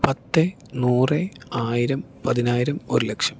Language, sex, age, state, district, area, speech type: Malayalam, male, 18-30, Kerala, Palakkad, urban, spontaneous